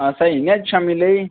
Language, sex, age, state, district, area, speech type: Dogri, male, 18-30, Jammu and Kashmir, Kathua, rural, conversation